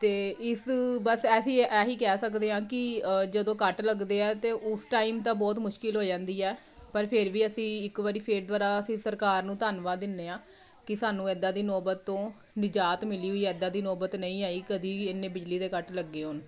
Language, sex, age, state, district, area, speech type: Punjabi, female, 30-45, Punjab, Jalandhar, urban, spontaneous